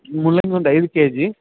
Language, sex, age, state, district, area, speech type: Kannada, male, 18-30, Karnataka, Bellary, rural, conversation